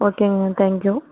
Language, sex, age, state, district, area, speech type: Tamil, female, 18-30, Tamil Nadu, Erode, rural, conversation